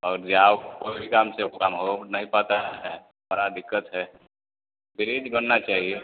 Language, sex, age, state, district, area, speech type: Hindi, male, 30-45, Bihar, Vaishali, urban, conversation